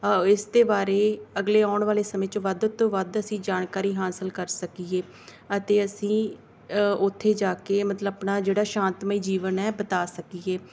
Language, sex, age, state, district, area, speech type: Punjabi, female, 18-30, Punjab, Bathinda, rural, spontaneous